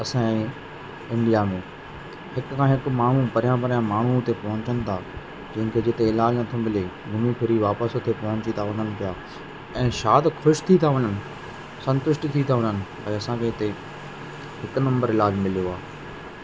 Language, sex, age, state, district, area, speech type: Sindhi, male, 30-45, Madhya Pradesh, Katni, urban, spontaneous